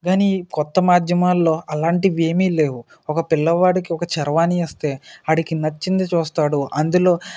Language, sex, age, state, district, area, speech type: Telugu, male, 18-30, Andhra Pradesh, Eluru, rural, spontaneous